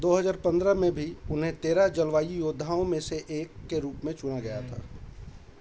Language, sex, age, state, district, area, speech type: Hindi, male, 45-60, Madhya Pradesh, Chhindwara, rural, read